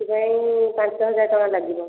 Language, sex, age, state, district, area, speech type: Odia, female, 60+, Odisha, Khordha, rural, conversation